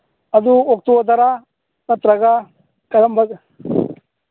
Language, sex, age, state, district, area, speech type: Manipuri, male, 30-45, Manipur, Churachandpur, rural, conversation